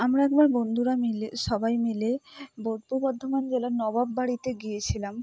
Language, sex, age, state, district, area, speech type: Bengali, female, 60+, West Bengal, Purba Bardhaman, urban, spontaneous